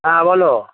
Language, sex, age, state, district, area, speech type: Bengali, male, 45-60, West Bengal, Darjeeling, rural, conversation